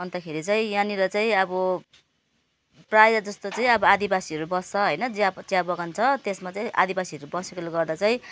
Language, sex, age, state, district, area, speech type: Nepali, female, 30-45, West Bengal, Jalpaiguri, urban, spontaneous